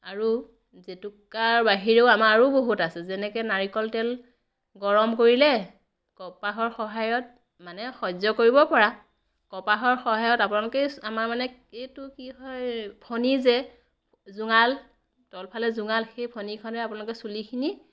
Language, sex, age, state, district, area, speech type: Assamese, female, 30-45, Assam, Biswanath, rural, spontaneous